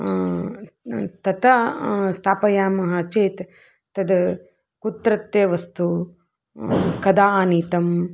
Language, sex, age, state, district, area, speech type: Sanskrit, female, 30-45, Karnataka, Dharwad, urban, spontaneous